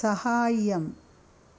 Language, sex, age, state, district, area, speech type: Sanskrit, female, 60+, Karnataka, Dakshina Kannada, urban, read